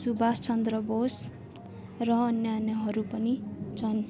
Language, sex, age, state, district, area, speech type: Nepali, female, 18-30, West Bengal, Darjeeling, rural, spontaneous